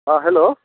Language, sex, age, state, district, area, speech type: Maithili, male, 30-45, Bihar, Darbhanga, rural, conversation